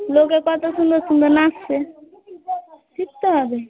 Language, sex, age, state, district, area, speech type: Bengali, female, 18-30, West Bengal, Murshidabad, rural, conversation